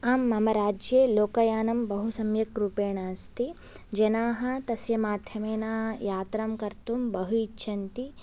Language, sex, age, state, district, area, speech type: Sanskrit, female, 18-30, Andhra Pradesh, Visakhapatnam, urban, spontaneous